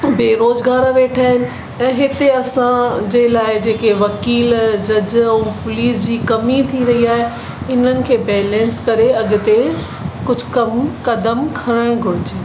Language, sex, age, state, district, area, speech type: Sindhi, female, 45-60, Maharashtra, Mumbai Suburban, urban, spontaneous